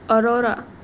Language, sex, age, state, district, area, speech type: Goan Konkani, female, 18-30, Goa, Salcete, rural, spontaneous